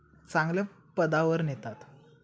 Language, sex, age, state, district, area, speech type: Marathi, male, 18-30, Maharashtra, Kolhapur, urban, spontaneous